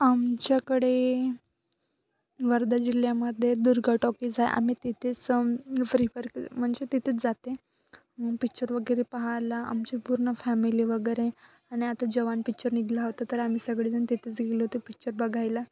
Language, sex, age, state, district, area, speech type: Marathi, female, 30-45, Maharashtra, Wardha, rural, spontaneous